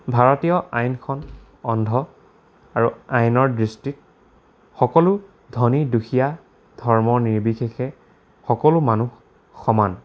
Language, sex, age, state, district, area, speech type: Assamese, male, 18-30, Assam, Dibrugarh, rural, spontaneous